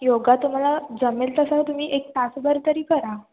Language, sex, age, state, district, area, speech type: Marathi, female, 18-30, Maharashtra, Ratnagiri, rural, conversation